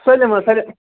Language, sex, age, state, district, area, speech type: Kashmiri, male, 18-30, Jammu and Kashmir, Srinagar, urban, conversation